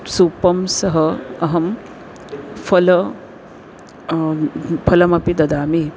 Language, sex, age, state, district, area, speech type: Sanskrit, female, 45-60, Maharashtra, Nagpur, urban, spontaneous